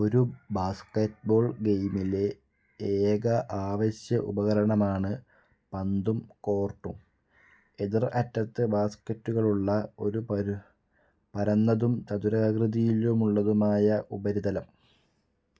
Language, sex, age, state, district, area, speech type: Malayalam, male, 30-45, Kerala, Palakkad, rural, read